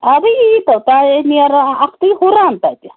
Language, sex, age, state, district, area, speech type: Kashmiri, female, 30-45, Jammu and Kashmir, Ganderbal, rural, conversation